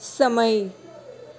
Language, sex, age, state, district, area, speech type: Gujarati, female, 18-30, Gujarat, Morbi, urban, read